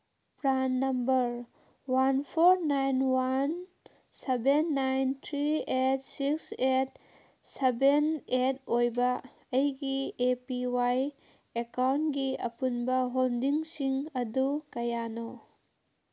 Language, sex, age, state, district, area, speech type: Manipuri, female, 30-45, Manipur, Kangpokpi, urban, read